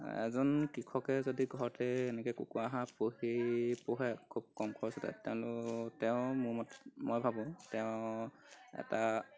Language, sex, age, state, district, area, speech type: Assamese, male, 18-30, Assam, Golaghat, rural, spontaneous